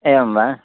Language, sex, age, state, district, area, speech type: Sanskrit, male, 18-30, Karnataka, Haveri, rural, conversation